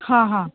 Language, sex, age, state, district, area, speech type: Marathi, female, 30-45, Maharashtra, Kolhapur, urban, conversation